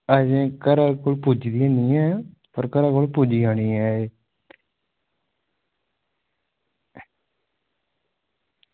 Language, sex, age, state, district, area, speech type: Dogri, male, 18-30, Jammu and Kashmir, Samba, rural, conversation